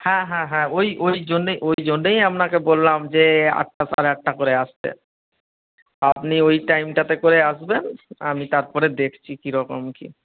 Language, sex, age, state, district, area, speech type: Bengali, male, 60+, West Bengal, Nadia, rural, conversation